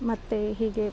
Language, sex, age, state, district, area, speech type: Kannada, female, 30-45, Karnataka, Bidar, urban, spontaneous